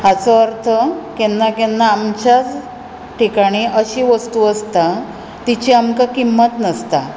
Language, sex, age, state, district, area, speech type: Goan Konkani, female, 45-60, Goa, Bardez, urban, spontaneous